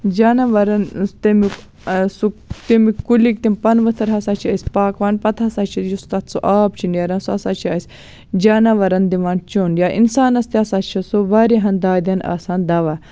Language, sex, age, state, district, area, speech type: Kashmiri, female, 18-30, Jammu and Kashmir, Baramulla, rural, spontaneous